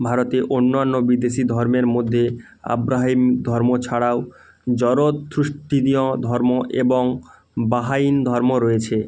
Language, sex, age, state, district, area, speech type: Bengali, male, 30-45, West Bengal, Bankura, urban, spontaneous